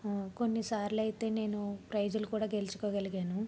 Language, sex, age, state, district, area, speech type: Telugu, female, 30-45, Andhra Pradesh, Palnadu, rural, spontaneous